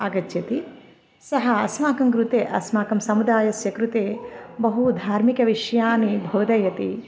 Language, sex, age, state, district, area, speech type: Sanskrit, female, 30-45, Andhra Pradesh, Bapatla, urban, spontaneous